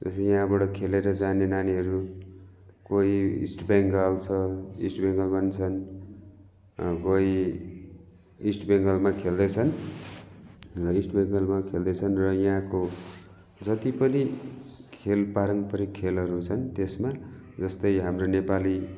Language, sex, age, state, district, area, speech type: Nepali, male, 45-60, West Bengal, Darjeeling, rural, spontaneous